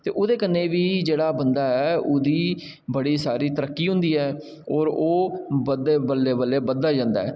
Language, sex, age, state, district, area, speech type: Dogri, male, 30-45, Jammu and Kashmir, Jammu, rural, spontaneous